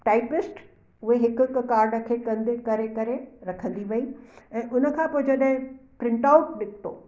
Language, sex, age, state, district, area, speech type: Sindhi, female, 60+, Gujarat, Kutch, urban, spontaneous